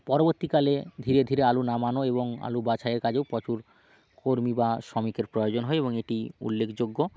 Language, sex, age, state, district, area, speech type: Bengali, male, 45-60, West Bengal, Hooghly, urban, spontaneous